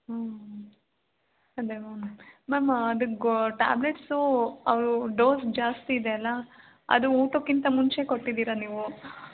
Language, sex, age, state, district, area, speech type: Kannada, female, 18-30, Karnataka, Davanagere, rural, conversation